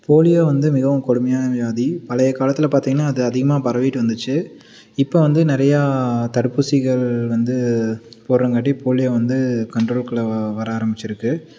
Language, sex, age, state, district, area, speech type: Tamil, male, 30-45, Tamil Nadu, Tiruppur, rural, spontaneous